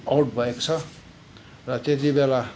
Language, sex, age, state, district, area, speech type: Nepali, male, 60+, West Bengal, Kalimpong, rural, spontaneous